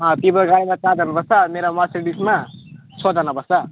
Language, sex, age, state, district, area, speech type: Nepali, male, 18-30, West Bengal, Alipurduar, urban, conversation